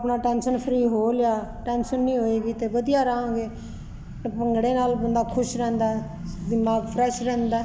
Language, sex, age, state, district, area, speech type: Punjabi, female, 60+, Punjab, Ludhiana, urban, spontaneous